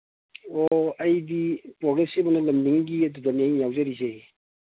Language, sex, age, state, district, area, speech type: Manipuri, male, 60+, Manipur, Thoubal, rural, conversation